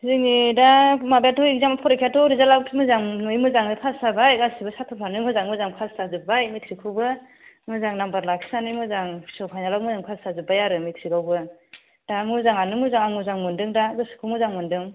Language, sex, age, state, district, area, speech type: Bodo, female, 30-45, Assam, Kokrajhar, rural, conversation